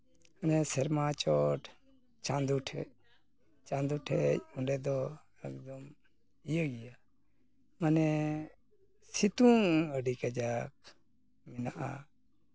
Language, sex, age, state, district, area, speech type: Santali, male, 45-60, West Bengal, Malda, rural, spontaneous